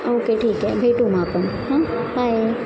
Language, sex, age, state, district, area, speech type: Marathi, female, 18-30, Maharashtra, Mumbai Suburban, urban, spontaneous